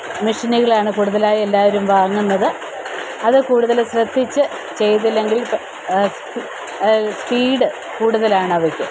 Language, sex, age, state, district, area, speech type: Malayalam, female, 45-60, Kerala, Pathanamthitta, rural, spontaneous